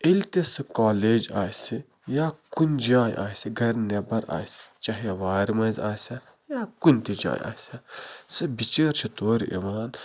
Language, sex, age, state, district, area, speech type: Kashmiri, male, 30-45, Jammu and Kashmir, Baramulla, rural, spontaneous